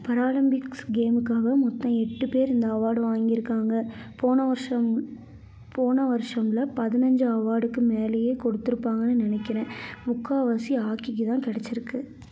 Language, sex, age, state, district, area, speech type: Tamil, female, 18-30, Tamil Nadu, Nilgiris, rural, read